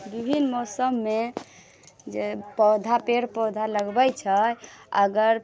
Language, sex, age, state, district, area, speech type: Maithili, female, 30-45, Bihar, Muzaffarpur, rural, spontaneous